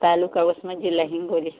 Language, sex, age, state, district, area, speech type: Marathi, female, 30-45, Maharashtra, Hingoli, urban, conversation